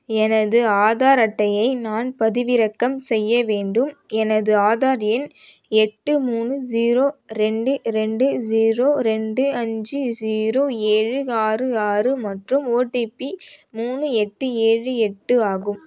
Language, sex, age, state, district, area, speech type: Tamil, female, 18-30, Tamil Nadu, Vellore, urban, read